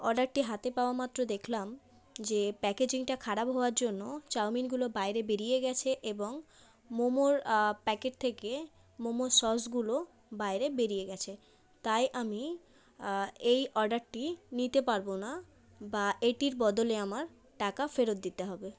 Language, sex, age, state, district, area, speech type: Bengali, female, 30-45, West Bengal, South 24 Parganas, rural, spontaneous